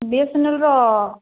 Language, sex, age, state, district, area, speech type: Odia, female, 30-45, Odisha, Kandhamal, rural, conversation